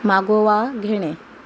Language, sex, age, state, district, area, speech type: Marathi, female, 30-45, Maharashtra, Amravati, urban, read